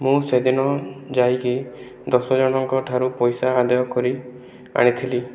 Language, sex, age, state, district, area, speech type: Odia, male, 30-45, Odisha, Boudh, rural, spontaneous